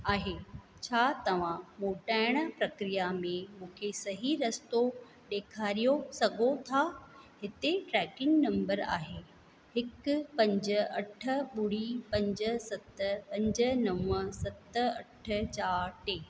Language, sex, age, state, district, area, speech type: Sindhi, female, 45-60, Rajasthan, Ajmer, urban, read